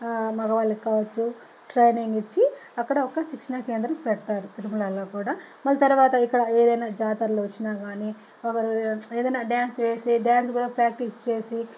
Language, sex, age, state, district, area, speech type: Telugu, female, 30-45, Andhra Pradesh, Chittoor, rural, spontaneous